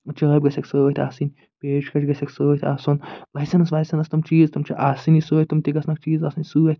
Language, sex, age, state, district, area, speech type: Kashmiri, male, 45-60, Jammu and Kashmir, Budgam, urban, spontaneous